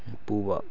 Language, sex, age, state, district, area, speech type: Manipuri, male, 18-30, Manipur, Kakching, rural, spontaneous